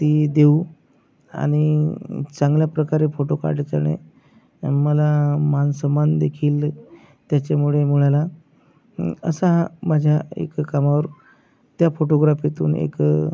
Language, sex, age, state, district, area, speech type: Marathi, male, 45-60, Maharashtra, Akola, urban, spontaneous